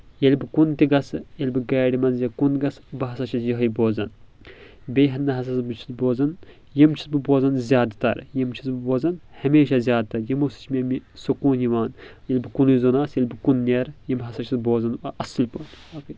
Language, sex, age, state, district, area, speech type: Kashmiri, male, 18-30, Jammu and Kashmir, Shopian, rural, spontaneous